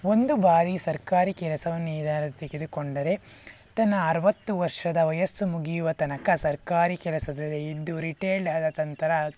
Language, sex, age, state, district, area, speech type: Kannada, male, 45-60, Karnataka, Tumkur, urban, spontaneous